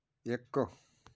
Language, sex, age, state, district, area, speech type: Punjabi, male, 45-60, Punjab, Amritsar, urban, read